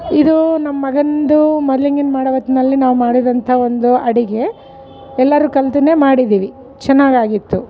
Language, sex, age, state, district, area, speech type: Kannada, female, 45-60, Karnataka, Bellary, rural, spontaneous